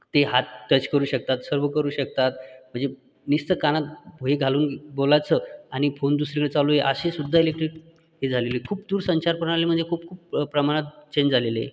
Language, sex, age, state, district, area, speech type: Marathi, male, 45-60, Maharashtra, Buldhana, rural, spontaneous